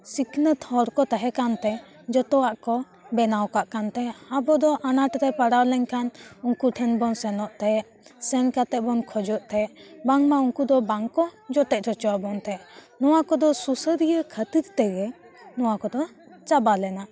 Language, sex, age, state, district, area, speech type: Santali, female, 18-30, West Bengal, Bankura, rural, spontaneous